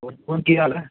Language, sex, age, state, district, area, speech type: Punjabi, male, 18-30, Punjab, Amritsar, urban, conversation